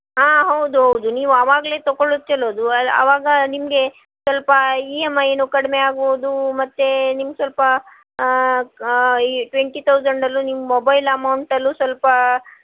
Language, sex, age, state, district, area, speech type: Kannada, female, 45-60, Karnataka, Shimoga, rural, conversation